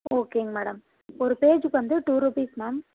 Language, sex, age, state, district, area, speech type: Tamil, female, 18-30, Tamil Nadu, Namakkal, rural, conversation